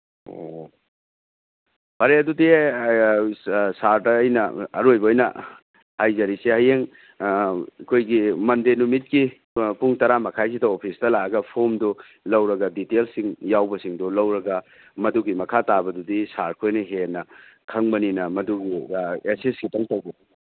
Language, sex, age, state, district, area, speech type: Manipuri, male, 45-60, Manipur, Churachandpur, rural, conversation